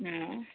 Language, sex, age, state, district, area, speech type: Assamese, female, 18-30, Assam, Dibrugarh, rural, conversation